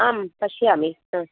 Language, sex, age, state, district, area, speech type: Sanskrit, female, 30-45, Tamil Nadu, Chennai, urban, conversation